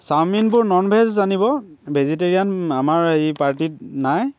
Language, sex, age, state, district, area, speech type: Assamese, male, 18-30, Assam, Dibrugarh, rural, spontaneous